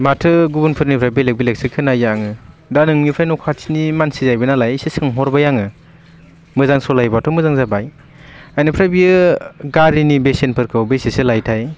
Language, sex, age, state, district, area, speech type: Bodo, male, 18-30, Assam, Baksa, rural, spontaneous